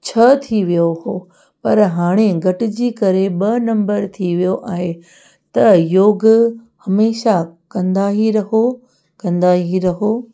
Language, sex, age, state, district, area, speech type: Sindhi, female, 30-45, Gujarat, Kutch, rural, spontaneous